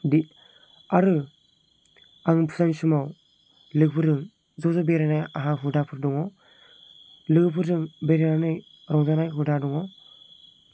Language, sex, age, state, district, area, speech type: Bodo, male, 18-30, Assam, Chirang, urban, spontaneous